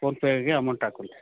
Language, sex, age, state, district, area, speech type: Kannada, male, 45-60, Karnataka, Chitradurga, rural, conversation